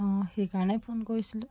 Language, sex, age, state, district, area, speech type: Assamese, female, 30-45, Assam, Jorhat, urban, spontaneous